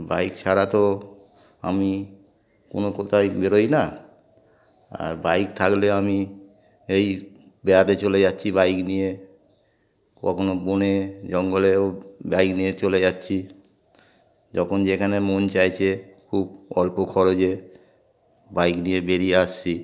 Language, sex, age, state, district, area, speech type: Bengali, male, 60+, West Bengal, Darjeeling, urban, spontaneous